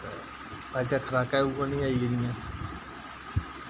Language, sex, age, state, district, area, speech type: Dogri, male, 45-60, Jammu and Kashmir, Jammu, rural, spontaneous